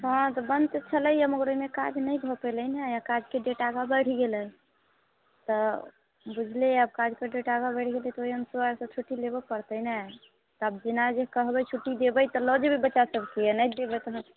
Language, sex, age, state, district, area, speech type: Maithili, female, 30-45, Bihar, Muzaffarpur, rural, conversation